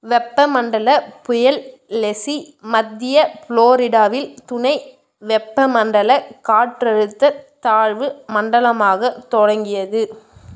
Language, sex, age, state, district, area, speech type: Tamil, female, 18-30, Tamil Nadu, Vellore, urban, read